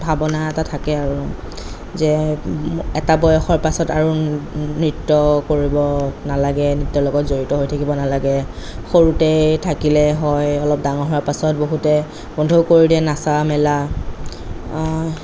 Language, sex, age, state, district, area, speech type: Assamese, female, 30-45, Assam, Kamrup Metropolitan, urban, spontaneous